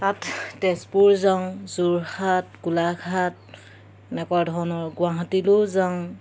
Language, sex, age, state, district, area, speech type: Assamese, female, 30-45, Assam, Jorhat, urban, spontaneous